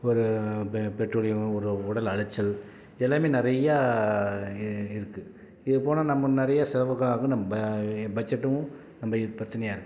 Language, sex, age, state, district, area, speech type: Tamil, male, 45-60, Tamil Nadu, Salem, rural, spontaneous